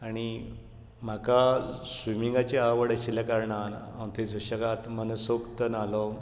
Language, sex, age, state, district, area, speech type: Goan Konkani, male, 60+, Goa, Bardez, rural, spontaneous